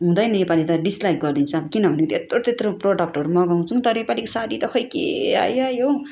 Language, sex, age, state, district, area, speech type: Nepali, female, 30-45, West Bengal, Darjeeling, rural, spontaneous